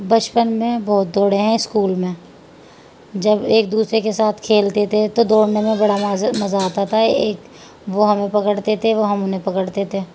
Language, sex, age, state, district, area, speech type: Urdu, female, 45-60, Uttar Pradesh, Muzaffarnagar, urban, spontaneous